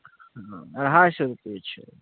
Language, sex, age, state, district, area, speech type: Maithili, male, 30-45, Bihar, Darbhanga, rural, conversation